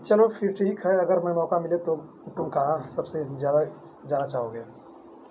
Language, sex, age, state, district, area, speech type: Hindi, male, 30-45, Uttar Pradesh, Mau, urban, read